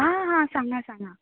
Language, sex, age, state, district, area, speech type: Goan Konkani, female, 18-30, Goa, Canacona, rural, conversation